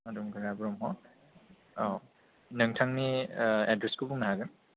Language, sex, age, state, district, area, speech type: Bodo, male, 18-30, Assam, Kokrajhar, rural, conversation